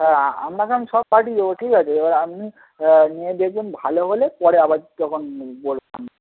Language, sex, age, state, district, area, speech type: Bengali, male, 18-30, West Bengal, Darjeeling, rural, conversation